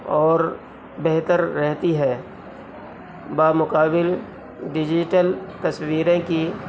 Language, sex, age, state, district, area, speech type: Urdu, male, 45-60, Uttar Pradesh, Gautam Buddha Nagar, rural, spontaneous